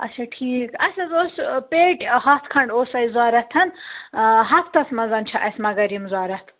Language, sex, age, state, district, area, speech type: Kashmiri, female, 18-30, Jammu and Kashmir, Budgam, rural, conversation